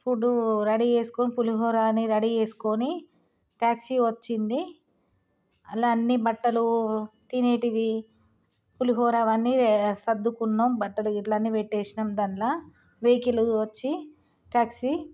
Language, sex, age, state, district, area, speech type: Telugu, female, 30-45, Telangana, Jagtial, rural, spontaneous